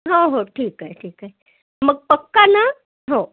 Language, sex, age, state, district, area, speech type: Marathi, female, 30-45, Maharashtra, Nagpur, urban, conversation